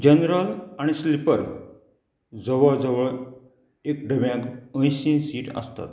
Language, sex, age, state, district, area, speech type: Goan Konkani, male, 45-60, Goa, Murmgao, rural, spontaneous